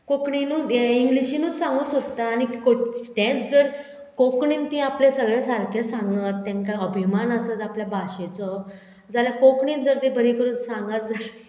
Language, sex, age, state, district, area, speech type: Goan Konkani, female, 45-60, Goa, Murmgao, rural, spontaneous